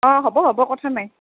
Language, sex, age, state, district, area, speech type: Assamese, female, 18-30, Assam, Morigaon, rural, conversation